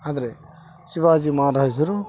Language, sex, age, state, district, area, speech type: Kannada, male, 30-45, Karnataka, Koppal, rural, spontaneous